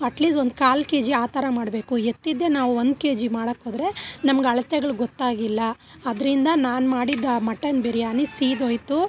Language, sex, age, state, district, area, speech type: Kannada, female, 30-45, Karnataka, Bangalore Urban, urban, spontaneous